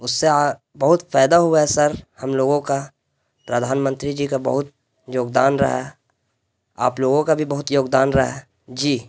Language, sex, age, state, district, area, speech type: Urdu, male, 18-30, Bihar, Gaya, urban, spontaneous